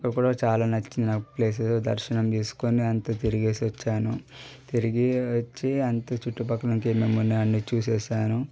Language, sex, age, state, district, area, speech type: Telugu, male, 18-30, Telangana, Medchal, urban, spontaneous